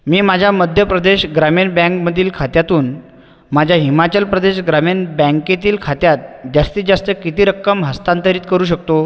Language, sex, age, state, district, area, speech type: Marathi, male, 30-45, Maharashtra, Buldhana, urban, read